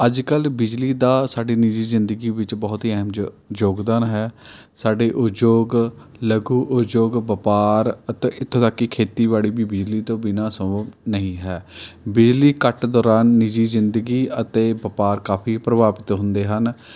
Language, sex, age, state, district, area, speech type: Punjabi, male, 30-45, Punjab, Mohali, urban, spontaneous